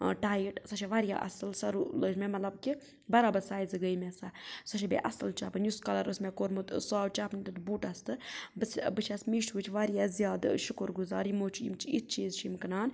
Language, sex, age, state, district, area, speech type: Kashmiri, other, 30-45, Jammu and Kashmir, Budgam, rural, spontaneous